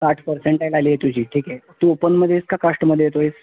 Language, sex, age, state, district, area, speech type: Marathi, male, 18-30, Maharashtra, Sangli, urban, conversation